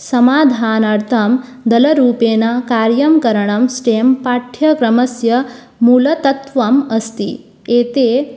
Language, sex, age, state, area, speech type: Sanskrit, female, 18-30, Tripura, rural, spontaneous